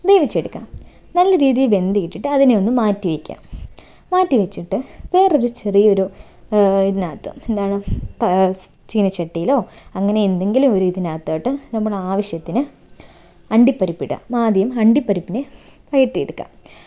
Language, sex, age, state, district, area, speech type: Malayalam, female, 18-30, Kerala, Thiruvananthapuram, rural, spontaneous